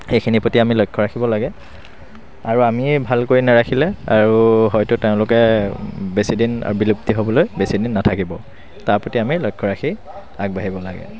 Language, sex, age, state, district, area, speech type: Assamese, male, 30-45, Assam, Sivasagar, rural, spontaneous